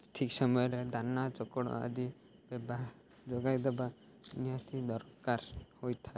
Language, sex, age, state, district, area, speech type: Odia, male, 18-30, Odisha, Jagatsinghpur, rural, spontaneous